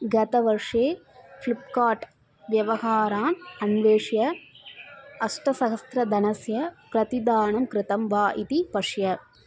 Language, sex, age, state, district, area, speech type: Sanskrit, female, 18-30, Tamil Nadu, Thanjavur, rural, read